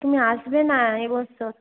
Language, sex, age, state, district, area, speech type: Bengali, female, 45-60, West Bengal, Hooghly, urban, conversation